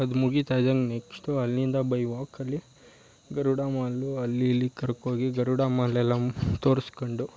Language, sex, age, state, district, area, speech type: Kannada, male, 18-30, Karnataka, Mysore, rural, spontaneous